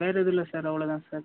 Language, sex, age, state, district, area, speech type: Tamil, male, 18-30, Tamil Nadu, Viluppuram, urban, conversation